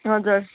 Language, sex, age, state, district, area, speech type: Nepali, female, 18-30, West Bengal, Kalimpong, rural, conversation